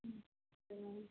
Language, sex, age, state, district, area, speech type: Hindi, female, 30-45, Uttar Pradesh, Azamgarh, rural, conversation